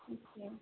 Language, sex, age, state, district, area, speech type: Hindi, female, 60+, Uttar Pradesh, Azamgarh, urban, conversation